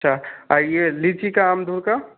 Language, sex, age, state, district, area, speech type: Hindi, male, 18-30, Bihar, Vaishali, urban, conversation